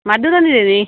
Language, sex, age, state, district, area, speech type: Kannada, female, 60+, Karnataka, Udupi, rural, conversation